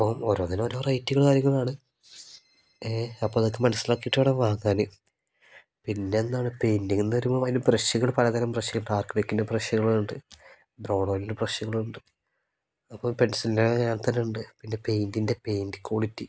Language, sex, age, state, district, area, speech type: Malayalam, male, 18-30, Kerala, Kozhikode, rural, spontaneous